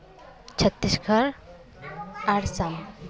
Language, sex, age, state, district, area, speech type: Santali, female, 18-30, West Bengal, Paschim Bardhaman, rural, spontaneous